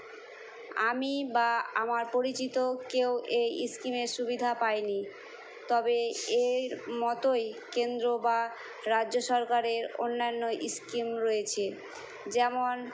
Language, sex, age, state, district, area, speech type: Bengali, female, 30-45, West Bengal, Murshidabad, rural, spontaneous